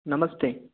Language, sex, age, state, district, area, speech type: Marathi, male, 18-30, Maharashtra, Gondia, rural, conversation